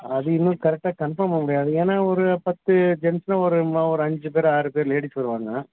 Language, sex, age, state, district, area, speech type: Tamil, male, 60+, Tamil Nadu, Nilgiris, rural, conversation